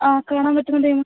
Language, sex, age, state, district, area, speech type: Malayalam, female, 18-30, Kerala, Wayanad, rural, conversation